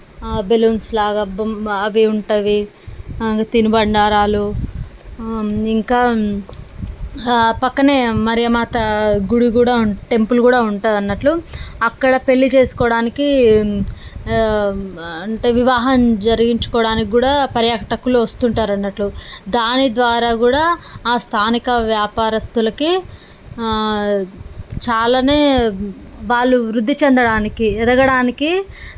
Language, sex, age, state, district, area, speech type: Telugu, female, 30-45, Telangana, Nalgonda, rural, spontaneous